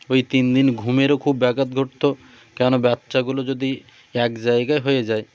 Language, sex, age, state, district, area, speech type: Bengali, male, 30-45, West Bengal, Birbhum, urban, spontaneous